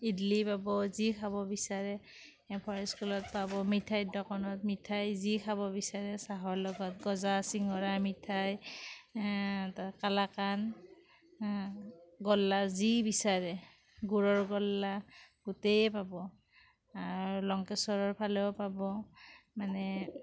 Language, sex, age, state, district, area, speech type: Assamese, female, 45-60, Assam, Kamrup Metropolitan, rural, spontaneous